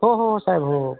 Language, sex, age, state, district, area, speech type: Marathi, male, 45-60, Maharashtra, Akola, urban, conversation